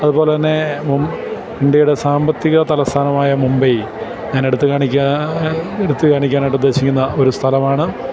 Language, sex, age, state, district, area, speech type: Malayalam, male, 45-60, Kerala, Kottayam, urban, spontaneous